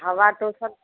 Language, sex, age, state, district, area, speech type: Hindi, female, 60+, Uttar Pradesh, Ayodhya, rural, conversation